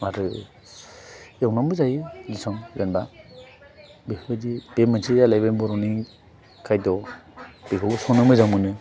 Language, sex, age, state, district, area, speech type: Bodo, male, 45-60, Assam, Chirang, urban, spontaneous